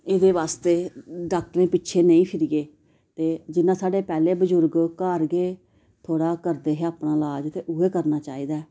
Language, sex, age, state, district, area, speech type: Dogri, female, 30-45, Jammu and Kashmir, Samba, urban, spontaneous